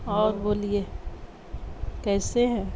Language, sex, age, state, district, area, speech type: Urdu, female, 60+, Bihar, Gaya, urban, spontaneous